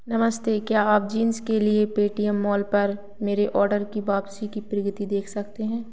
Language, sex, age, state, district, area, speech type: Hindi, female, 18-30, Madhya Pradesh, Narsinghpur, rural, read